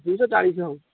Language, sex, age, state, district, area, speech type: Odia, male, 18-30, Odisha, Jagatsinghpur, rural, conversation